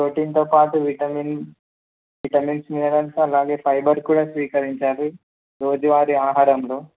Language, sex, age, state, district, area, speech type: Telugu, male, 18-30, Andhra Pradesh, Palnadu, urban, conversation